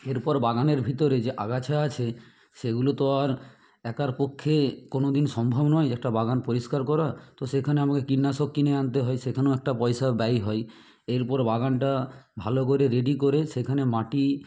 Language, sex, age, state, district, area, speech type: Bengali, male, 18-30, West Bengal, Nadia, rural, spontaneous